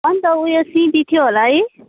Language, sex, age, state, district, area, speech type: Nepali, female, 30-45, West Bengal, Kalimpong, rural, conversation